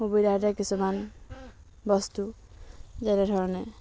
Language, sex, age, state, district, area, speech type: Assamese, female, 60+, Assam, Dhemaji, rural, spontaneous